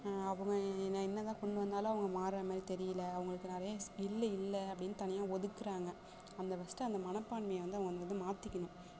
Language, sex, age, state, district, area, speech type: Tamil, female, 18-30, Tamil Nadu, Thanjavur, urban, spontaneous